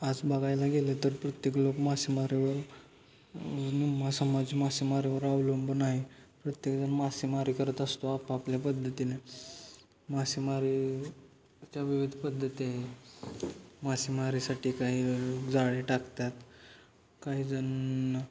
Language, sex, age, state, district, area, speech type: Marathi, male, 18-30, Maharashtra, Satara, urban, spontaneous